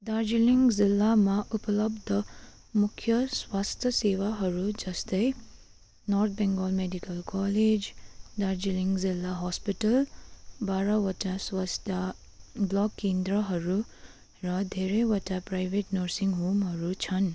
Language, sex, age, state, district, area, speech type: Nepali, female, 45-60, West Bengal, Darjeeling, rural, spontaneous